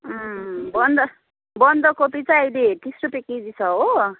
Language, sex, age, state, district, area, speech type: Nepali, female, 30-45, West Bengal, Kalimpong, rural, conversation